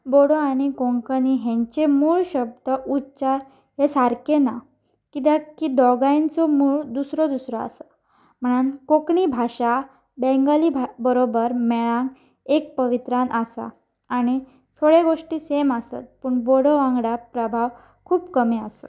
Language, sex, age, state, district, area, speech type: Goan Konkani, female, 18-30, Goa, Pernem, rural, spontaneous